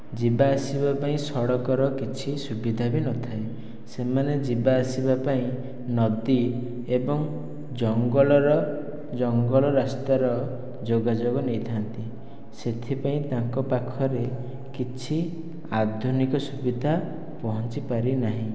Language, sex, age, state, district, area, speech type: Odia, male, 18-30, Odisha, Khordha, rural, spontaneous